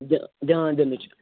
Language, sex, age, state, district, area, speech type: Kashmiri, male, 18-30, Jammu and Kashmir, Srinagar, urban, conversation